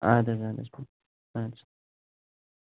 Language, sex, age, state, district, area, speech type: Kashmiri, male, 45-60, Jammu and Kashmir, Budgam, urban, conversation